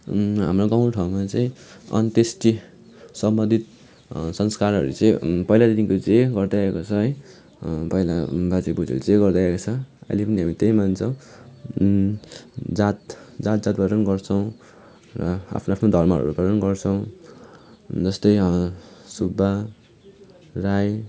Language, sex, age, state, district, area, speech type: Nepali, male, 18-30, West Bengal, Kalimpong, rural, spontaneous